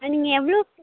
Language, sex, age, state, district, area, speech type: Tamil, female, 18-30, Tamil Nadu, Tiruchirappalli, rural, conversation